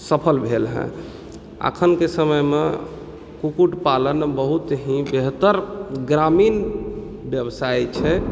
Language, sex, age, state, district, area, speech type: Maithili, male, 30-45, Bihar, Supaul, rural, spontaneous